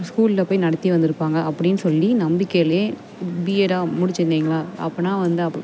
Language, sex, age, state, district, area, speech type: Tamil, female, 18-30, Tamil Nadu, Perambalur, urban, spontaneous